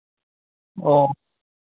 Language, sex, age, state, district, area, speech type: Santali, male, 18-30, West Bengal, Malda, rural, conversation